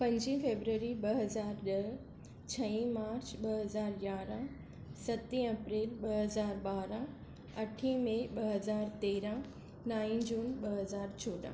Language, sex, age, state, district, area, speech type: Sindhi, female, 60+, Maharashtra, Thane, urban, spontaneous